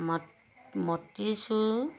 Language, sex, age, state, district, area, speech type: Assamese, female, 45-60, Assam, Dhemaji, urban, read